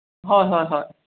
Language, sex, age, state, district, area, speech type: Manipuri, female, 60+, Manipur, Kangpokpi, urban, conversation